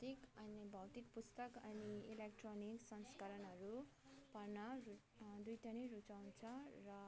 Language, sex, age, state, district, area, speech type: Nepali, female, 30-45, West Bengal, Alipurduar, rural, spontaneous